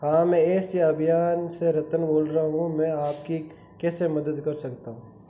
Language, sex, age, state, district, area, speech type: Hindi, male, 18-30, Rajasthan, Nagaur, rural, read